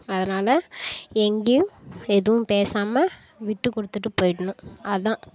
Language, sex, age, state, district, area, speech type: Tamil, female, 18-30, Tamil Nadu, Kallakurichi, rural, spontaneous